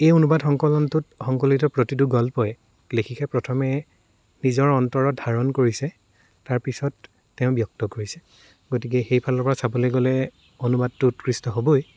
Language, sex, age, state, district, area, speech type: Assamese, male, 18-30, Assam, Dibrugarh, rural, spontaneous